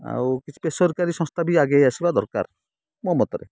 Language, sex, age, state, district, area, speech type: Odia, male, 30-45, Odisha, Kendrapara, urban, spontaneous